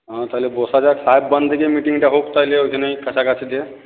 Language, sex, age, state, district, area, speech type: Bengali, male, 45-60, West Bengal, Purulia, urban, conversation